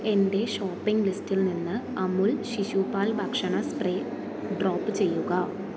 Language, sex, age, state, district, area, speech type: Malayalam, female, 18-30, Kerala, Palakkad, rural, read